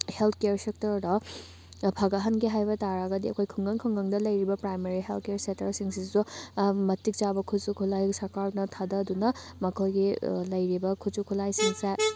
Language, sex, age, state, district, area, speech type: Manipuri, female, 18-30, Manipur, Thoubal, rural, spontaneous